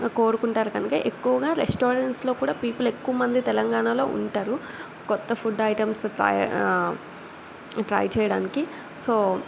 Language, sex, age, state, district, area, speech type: Telugu, female, 18-30, Telangana, Mancherial, rural, spontaneous